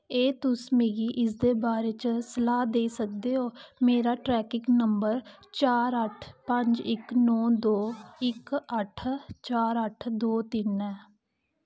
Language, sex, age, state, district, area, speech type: Dogri, female, 18-30, Jammu and Kashmir, Kathua, rural, read